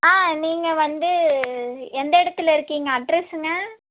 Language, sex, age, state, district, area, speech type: Tamil, female, 18-30, Tamil Nadu, Erode, rural, conversation